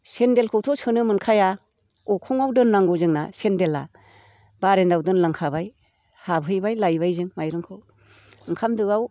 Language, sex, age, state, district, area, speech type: Bodo, female, 60+, Assam, Chirang, rural, spontaneous